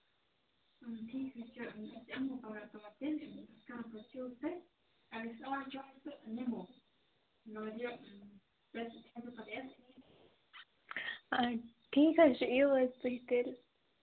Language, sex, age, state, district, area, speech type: Kashmiri, female, 18-30, Jammu and Kashmir, Kupwara, rural, conversation